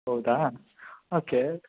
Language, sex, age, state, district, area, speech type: Kannada, male, 18-30, Karnataka, Chikkamagaluru, rural, conversation